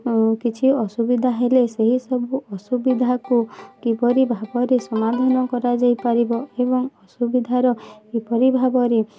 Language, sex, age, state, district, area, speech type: Odia, female, 18-30, Odisha, Bargarh, urban, spontaneous